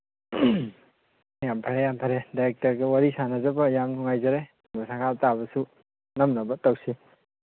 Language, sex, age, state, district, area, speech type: Manipuri, male, 30-45, Manipur, Churachandpur, rural, conversation